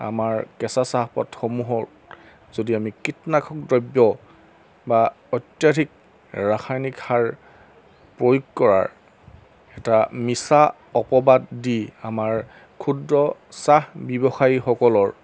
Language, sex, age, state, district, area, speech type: Assamese, male, 30-45, Assam, Jorhat, urban, spontaneous